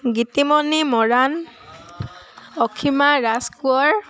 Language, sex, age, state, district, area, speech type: Assamese, female, 18-30, Assam, Tinsukia, urban, spontaneous